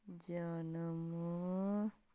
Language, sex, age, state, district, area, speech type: Punjabi, female, 18-30, Punjab, Sangrur, urban, read